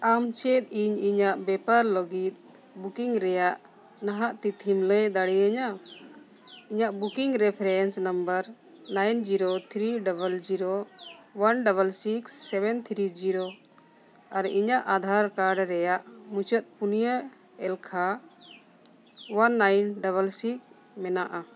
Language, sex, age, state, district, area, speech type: Santali, female, 45-60, Jharkhand, Bokaro, rural, read